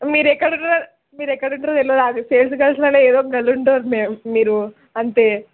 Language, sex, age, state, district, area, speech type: Telugu, female, 18-30, Telangana, Nirmal, rural, conversation